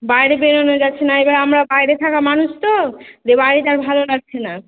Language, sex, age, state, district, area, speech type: Bengali, female, 18-30, West Bengal, Murshidabad, rural, conversation